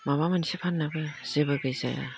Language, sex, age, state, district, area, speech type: Bodo, female, 60+, Assam, Udalguri, rural, spontaneous